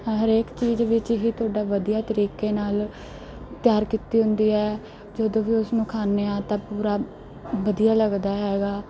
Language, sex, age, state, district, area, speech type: Punjabi, female, 18-30, Punjab, Mansa, urban, spontaneous